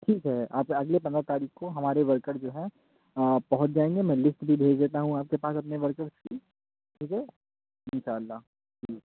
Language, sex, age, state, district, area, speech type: Urdu, male, 45-60, Uttar Pradesh, Aligarh, rural, conversation